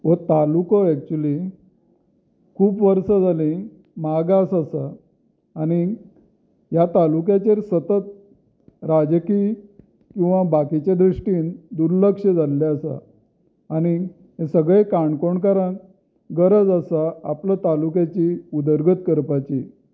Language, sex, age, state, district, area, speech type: Goan Konkani, male, 45-60, Goa, Canacona, rural, spontaneous